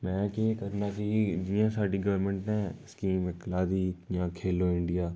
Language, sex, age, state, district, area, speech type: Dogri, male, 30-45, Jammu and Kashmir, Udhampur, rural, spontaneous